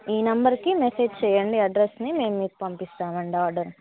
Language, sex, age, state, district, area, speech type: Telugu, female, 18-30, Andhra Pradesh, Palnadu, rural, conversation